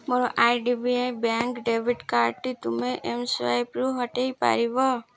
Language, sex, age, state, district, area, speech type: Odia, female, 30-45, Odisha, Malkangiri, urban, read